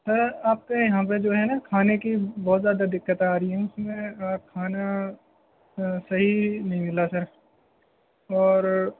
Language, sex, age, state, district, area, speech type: Urdu, male, 18-30, Delhi, North West Delhi, urban, conversation